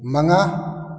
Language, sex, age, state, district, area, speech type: Manipuri, male, 60+, Manipur, Kakching, rural, read